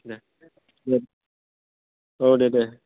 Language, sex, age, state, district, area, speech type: Bodo, male, 18-30, Assam, Chirang, rural, conversation